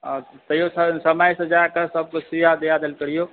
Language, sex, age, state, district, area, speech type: Maithili, male, 30-45, Bihar, Supaul, urban, conversation